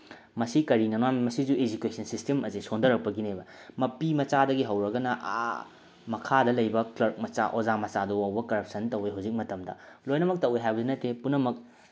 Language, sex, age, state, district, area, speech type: Manipuri, male, 18-30, Manipur, Bishnupur, rural, spontaneous